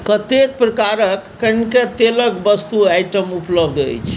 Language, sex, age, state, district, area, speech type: Maithili, male, 45-60, Bihar, Saharsa, urban, read